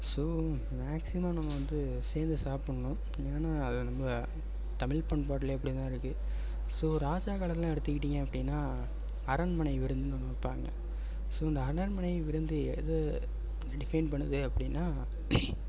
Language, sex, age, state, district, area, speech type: Tamil, male, 18-30, Tamil Nadu, Perambalur, urban, spontaneous